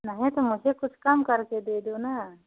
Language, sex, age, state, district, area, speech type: Hindi, female, 45-60, Uttar Pradesh, Prayagraj, rural, conversation